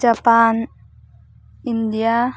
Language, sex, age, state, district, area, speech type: Manipuri, female, 18-30, Manipur, Thoubal, rural, spontaneous